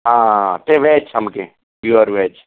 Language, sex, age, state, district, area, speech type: Goan Konkani, male, 45-60, Goa, Bardez, urban, conversation